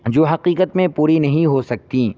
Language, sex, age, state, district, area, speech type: Urdu, male, 18-30, Uttar Pradesh, Saharanpur, urban, spontaneous